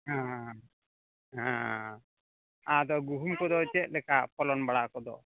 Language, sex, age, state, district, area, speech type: Santali, male, 45-60, West Bengal, Malda, rural, conversation